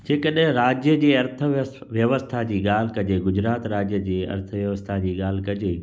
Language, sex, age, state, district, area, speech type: Sindhi, male, 45-60, Gujarat, Kutch, urban, spontaneous